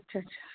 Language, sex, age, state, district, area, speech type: Nepali, female, 60+, Assam, Sonitpur, rural, conversation